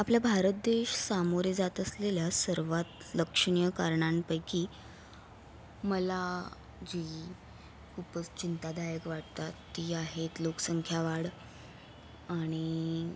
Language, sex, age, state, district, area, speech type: Marathi, female, 18-30, Maharashtra, Mumbai Suburban, urban, spontaneous